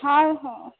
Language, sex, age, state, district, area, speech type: Odia, female, 30-45, Odisha, Jagatsinghpur, rural, conversation